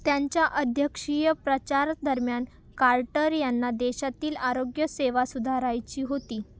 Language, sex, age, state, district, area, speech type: Marathi, female, 18-30, Maharashtra, Ahmednagar, rural, read